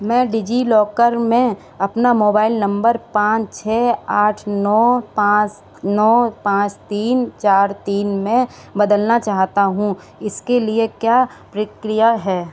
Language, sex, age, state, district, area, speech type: Hindi, female, 45-60, Uttar Pradesh, Sitapur, rural, read